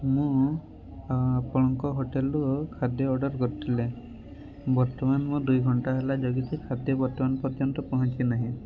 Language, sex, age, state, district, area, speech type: Odia, male, 18-30, Odisha, Mayurbhanj, rural, spontaneous